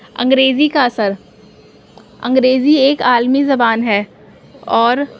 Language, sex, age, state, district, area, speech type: Urdu, female, 18-30, Delhi, North East Delhi, urban, spontaneous